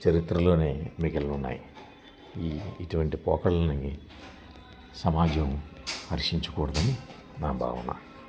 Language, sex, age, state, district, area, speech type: Telugu, male, 60+, Andhra Pradesh, Anakapalli, urban, spontaneous